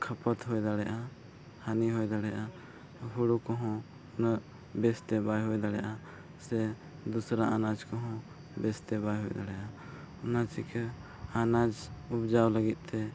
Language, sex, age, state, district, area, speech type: Santali, male, 18-30, Jharkhand, East Singhbhum, rural, spontaneous